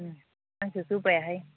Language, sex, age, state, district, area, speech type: Bodo, female, 30-45, Assam, Baksa, rural, conversation